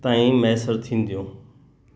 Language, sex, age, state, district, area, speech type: Sindhi, male, 60+, Gujarat, Kutch, urban, read